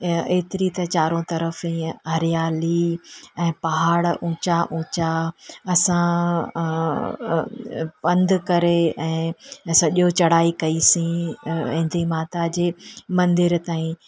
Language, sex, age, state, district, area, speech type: Sindhi, female, 45-60, Gujarat, Junagadh, urban, spontaneous